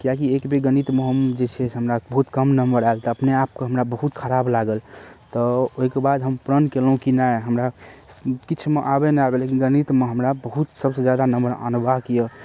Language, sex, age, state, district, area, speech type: Maithili, male, 18-30, Bihar, Darbhanga, rural, spontaneous